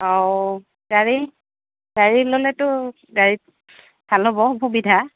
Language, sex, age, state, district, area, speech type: Assamese, female, 18-30, Assam, Goalpara, rural, conversation